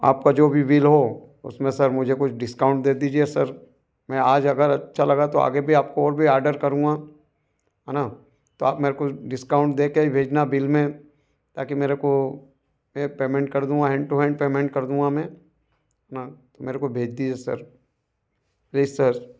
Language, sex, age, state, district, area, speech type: Hindi, male, 45-60, Madhya Pradesh, Ujjain, urban, spontaneous